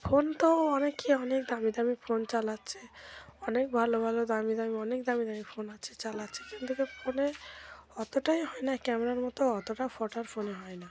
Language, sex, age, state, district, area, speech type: Bengali, female, 30-45, West Bengal, Dakshin Dinajpur, urban, spontaneous